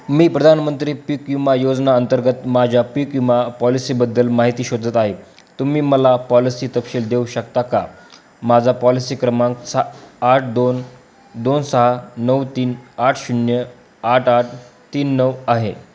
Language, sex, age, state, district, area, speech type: Marathi, male, 18-30, Maharashtra, Beed, rural, read